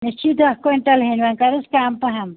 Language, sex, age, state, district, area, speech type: Kashmiri, female, 30-45, Jammu and Kashmir, Anantnag, rural, conversation